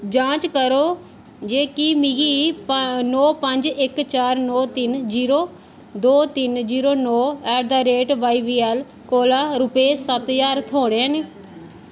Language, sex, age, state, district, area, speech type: Dogri, female, 18-30, Jammu and Kashmir, Reasi, rural, read